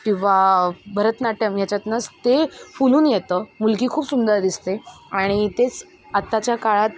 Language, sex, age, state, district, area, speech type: Marathi, female, 18-30, Maharashtra, Mumbai Suburban, urban, spontaneous